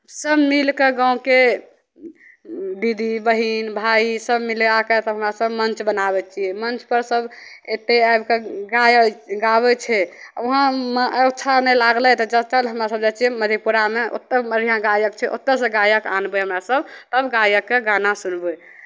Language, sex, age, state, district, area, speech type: Maithili, female, 18-30, Bihar, Madhepura, rural, spontaneous